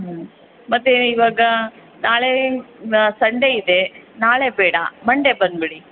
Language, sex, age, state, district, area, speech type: Kannada, female, 45-60, Karnataka, Ramanagara, rural, conversation